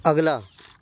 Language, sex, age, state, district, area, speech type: Punjabi, male, 45-60, Punjab, Patiala, urban, read